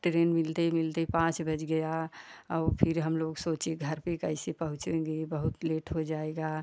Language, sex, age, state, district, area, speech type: Hindi, female, 45-60, Uttar Pradesh, Jaunpur, rural, spontaneous